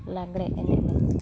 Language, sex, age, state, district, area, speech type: Santali, female, 45-60, West Bengal, Uttar Dinajpur, rural, spontaneous